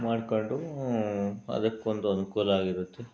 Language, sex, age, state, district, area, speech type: Kannada, male, 45-60, Karnataka, Bangalore Rural, urban, spontaneous